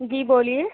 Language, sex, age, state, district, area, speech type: Urdu, female, 30-45, Uttar Pradesh, Balrampur, rural, conversation